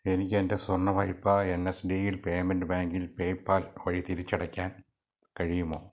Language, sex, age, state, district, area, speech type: Malayalam, male, 45-60, Kerala, Kottayam, rural, read